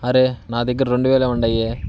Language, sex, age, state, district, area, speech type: Telugu, male, 30-45, Andhra Pradesh, Bapatla, urban, spontaneous